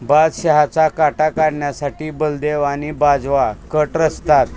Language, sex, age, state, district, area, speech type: Marathi, male, 60+, Maharashtra, Osmanabad, rural, read